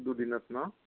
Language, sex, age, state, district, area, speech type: Assamese, male, 60+, Assam, Morigaon, rural, conversation